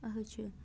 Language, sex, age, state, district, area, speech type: Kashmiri, female, 18-30, Jammu and Kashmir, Bandipora, rural, spontaneous